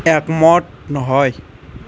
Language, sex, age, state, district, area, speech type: Assamese, male, 18-30, Assam, Nalbari, rural, read